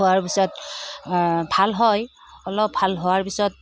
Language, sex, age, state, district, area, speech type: Assamese, female, 30-45, Assam, Udalguri, rural, spontaneous